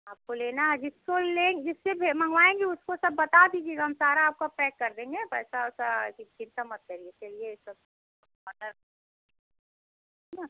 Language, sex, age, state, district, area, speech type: Hindi, female, 30-45, Uttar Pradesh, Chandauli, rural, conversation